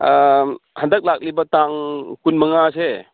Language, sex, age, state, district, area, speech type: Manipuri, male, 30-45, Manipur, Chandel, rural, conversation